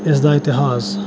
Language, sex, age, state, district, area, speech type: Punjabi, male, 18-30, Punjab, Bathinda, urban, spontaneous